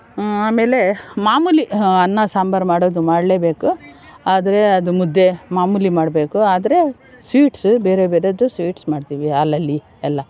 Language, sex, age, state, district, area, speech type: Kannada, female, 60+, Karnataka, Bangalore Rural, rural, spontaneous